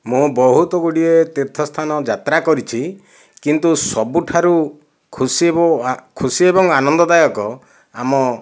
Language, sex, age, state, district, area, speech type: Odia, male, 60+, Odisha, Kandhamal, rural, spontaneous